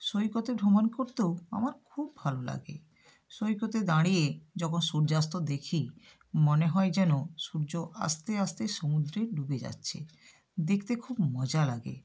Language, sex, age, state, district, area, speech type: Bengali, female, 60+, West Bengal, South 24 Parganas, rural, spontaneous